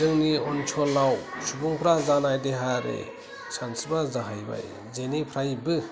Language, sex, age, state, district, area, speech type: Bodo, male, 45-60, Assam, Kokrajhar, rural, spontaneous